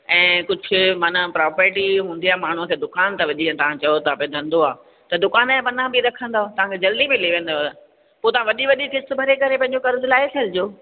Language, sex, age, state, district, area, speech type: Sindhi, female, 60+, Rajasthan, Ajmer, urban, conversation